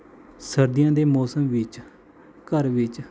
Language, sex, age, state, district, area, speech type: Punjabi, male, 30-45, Punjab, Mohali, urban, spontaneous